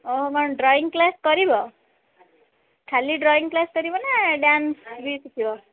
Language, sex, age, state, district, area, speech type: Odia, female, 45-60, Odisha, Sundergarh, rural, conversation